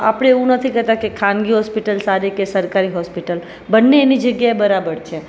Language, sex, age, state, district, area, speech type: Gujarati, female, 30-45, Gujarat, Rajkot, urban, spontaneous